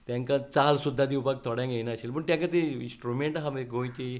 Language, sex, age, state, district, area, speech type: Goan Konkani, male, 60+, Goa, Tiswadi, rural, spontaneous